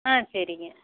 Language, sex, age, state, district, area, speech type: Tamil, female, 45-60, Tamil Nadu, Namakkal, rural, conversation